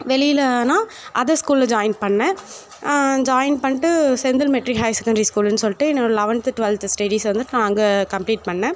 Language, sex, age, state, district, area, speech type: Tamil, female, 18-30, Tamil Nadu, Perambalur, urban, spontaneous